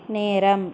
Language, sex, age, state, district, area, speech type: Tamil, female, 30-45, Tamil Nadu, Krishnagiri, rural, read